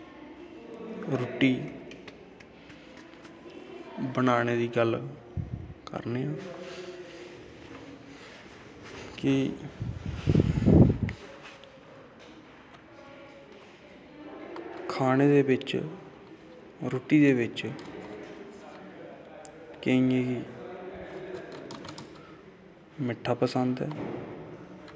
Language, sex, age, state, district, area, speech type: Dogri, male, 30-45, Jammu and Kashmir, Kathua, rural, spontaneous